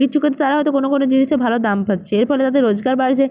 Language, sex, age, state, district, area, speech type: Bengali, female, 30-45, West Bengal, Purba Medinipur, rural, spontaneous